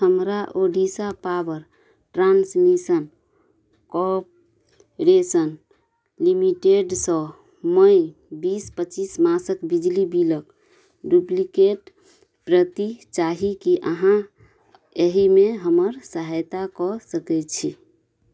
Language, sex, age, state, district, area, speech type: Maithili, female, 30-45, Bihar, Madhubani, rural, read